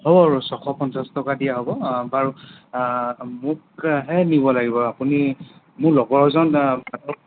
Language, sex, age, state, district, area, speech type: Assamese, male, 30-45, Assam, Sivasagar, urban, conversation